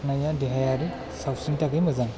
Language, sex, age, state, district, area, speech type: Bodo, male, 18-30, Assam, Chirang, urban, spontaneous